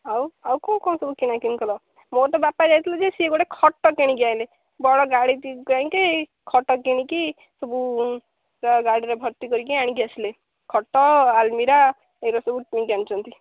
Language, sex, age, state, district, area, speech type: Odia, female, 18-30, Odisha, Jagatsinghpur, rural, conversation